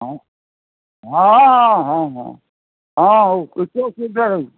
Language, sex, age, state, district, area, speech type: Odia, male, 60+, Odisha, Gajapati, rural, conversation